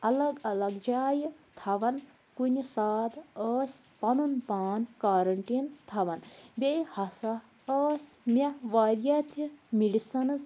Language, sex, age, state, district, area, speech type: Kashmiri, female, 30-45, Jammu and Kashmir, Anantnag, rural, spontaneous